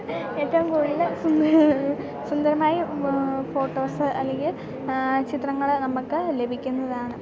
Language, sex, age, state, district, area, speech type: Malayalam, female, 18-30, Kerala, Idukki, rural, spontaneous